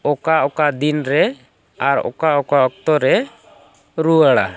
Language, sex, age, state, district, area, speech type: Santali, male, 45-60, Jharkhand, Bokaro, rural, spontaneous